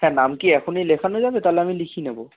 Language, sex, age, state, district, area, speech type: Bengali, male, 18-30, West Bengal, Darjeeling, rural, conversation